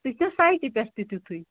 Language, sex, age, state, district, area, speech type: Kashmiri, female, 30-45, Jammu and Kashmir, Ganderbal, rural, conversation